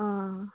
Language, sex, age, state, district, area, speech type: Assamese, female, 30-45, Assam, Sivasagar, rural, conversation